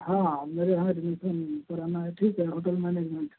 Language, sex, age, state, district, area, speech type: Hindi, male, 45-60, Uttar Pradesh, Ghazipur, rural, conversation